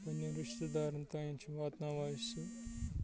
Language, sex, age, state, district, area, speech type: Kashmiri, male, 18-30, Jammu and Kashmir, Kupwara, urban, spontaneous